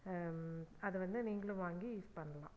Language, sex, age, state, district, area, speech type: Tamil, female, 45-60, Tamil Nadu, Erode, rural, spontaneous